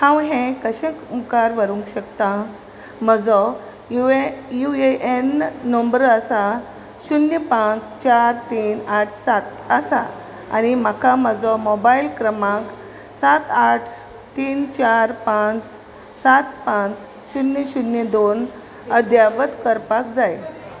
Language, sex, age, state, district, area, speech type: Goan Konkani, female, 60+, Goa, Salcete, urban, read